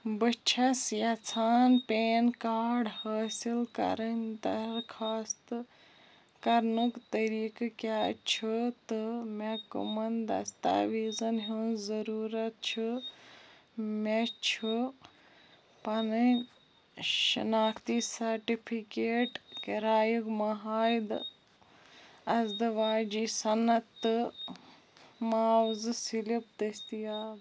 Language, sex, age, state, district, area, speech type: Kashmiri, female, 18-30, Jammu and Kashmir, Bandipora, rural, read